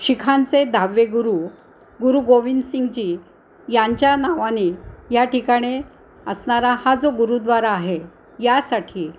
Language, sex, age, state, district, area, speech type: Marathi, female, 60+, Maharashtra, Nanded, urban, spontaneous